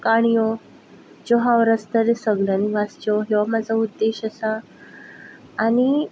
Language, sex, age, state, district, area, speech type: Goan Konkani, female, 18-30, Goa, Ponda, rural, spontaneous